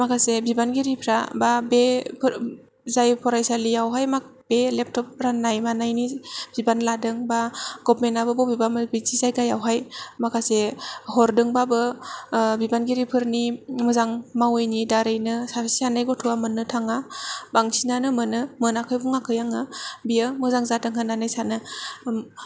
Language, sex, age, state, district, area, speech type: Bodo, female, 18-30, Assam, Kokrajhar, rural, spontaneous